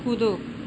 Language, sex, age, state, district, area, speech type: Hindi, female, 30-45, Uttar Pradesh, Mau, rural, read